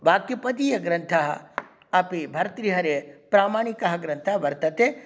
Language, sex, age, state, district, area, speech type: Sanskrit, male, 45-60, Bihar, Darbhanga, urban, spontaneous